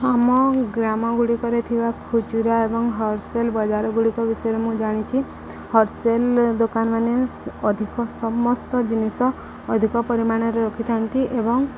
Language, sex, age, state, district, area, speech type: Odia, female, 18-30, Odisha, Subarnapur, urban, spontaneous